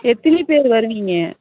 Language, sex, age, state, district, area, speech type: Tamil, female, 45-60, Tamil Nadu, Ariyalur, rural, conversation